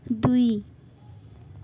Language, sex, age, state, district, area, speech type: Nepali, female, 18-30, West Bengal, Darjeeling, rural, read